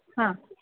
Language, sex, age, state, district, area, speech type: Kannada, female, 30-45, Karnataka, Shimoga, rural, conversation